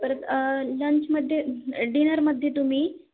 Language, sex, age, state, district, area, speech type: Marathi, female, 18-30, Maharashtra, Ahmednagar, rural, conversation